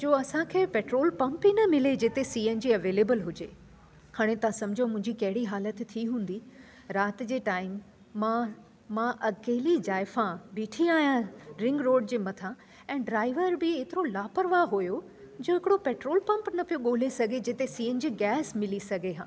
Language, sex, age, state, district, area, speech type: Sindhi, female, 45-60, Delhi, South Delhi, urban, spontaneous